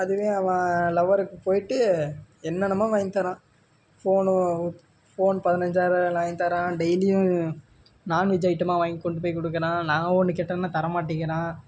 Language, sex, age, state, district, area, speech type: Tamil, male, 18-30, Tamil Nadu, Namakkal, rural, spontaneous